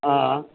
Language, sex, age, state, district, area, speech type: Kannada, male, 45-60, Karnataka, Udupi, rural, conversation